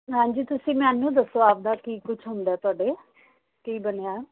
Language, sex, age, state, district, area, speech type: Punjabi, female, 30-45, Punjab, Fazilka, urban, conversation